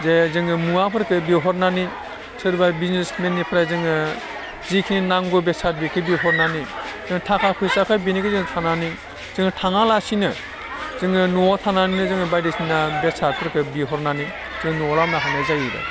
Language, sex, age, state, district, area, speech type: Bodo, male, 45-60, Assam, Udalguri, urban, spontaneous